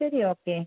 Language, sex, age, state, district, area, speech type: Malayalam, female, 60+, Kerala, Wayanad, rural, conversation